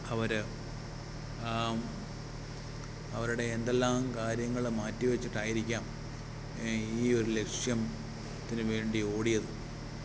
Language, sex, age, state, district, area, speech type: Malayalam, male, 45-60, Kerala, Alappuzha, urban, spontaneous